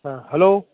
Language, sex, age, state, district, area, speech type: Manipuri, male, 60+, Manipur, Chandel, rural, conversation